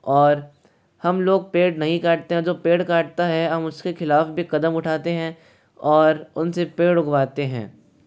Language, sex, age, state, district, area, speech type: Hindi, male, 18-30, Rajasthan, Jaipur, urban, spontaneous